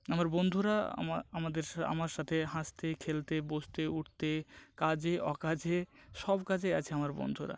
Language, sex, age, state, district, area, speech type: Bengali, male, 18-30, West Bengal, North 24 Parganas, rural, spontaneous